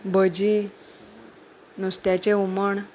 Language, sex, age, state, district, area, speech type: Goan Konkani, female, 30-45, Goa, Salcete, rural, spontaneous